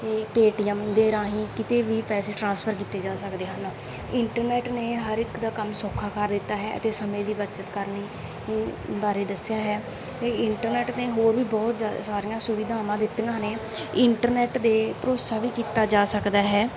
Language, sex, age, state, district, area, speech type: Punjabi, female, 18-30, Punjab, Mansa, rural, spontaneous